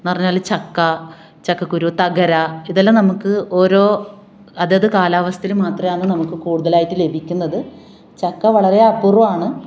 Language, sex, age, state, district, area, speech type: Malayalam, female, 30-45, Kerala, Kasaragod, rural, spontaneous